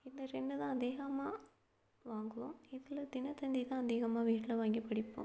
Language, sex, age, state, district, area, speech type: Tamil, female, 18-30, Tamil Nadu, Perambalur, rural, spontaneous